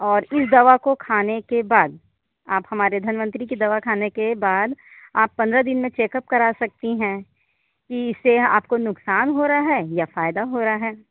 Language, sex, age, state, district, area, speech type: Hindi, female, 30-45, Madhya Pradesh, Katni, urban, conversation